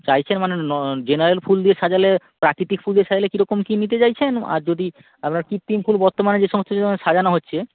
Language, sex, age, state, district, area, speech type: Bengali, male, 18-30, West Bengal, North 24 Parganas, rural, conversation